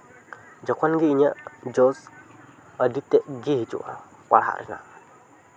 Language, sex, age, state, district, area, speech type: Santali, male, 18-30, West Bengal, Purba Bardhaman, rural, spontaneous